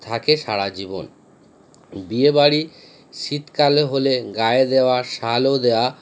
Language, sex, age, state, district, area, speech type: Bengali, male, 30-45, West Bengal, Howrah, urban, spontaneous